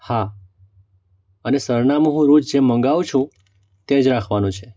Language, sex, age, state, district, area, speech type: Gujarati, male, 18-30, Gujarat, Mehsana, rural, spontaneous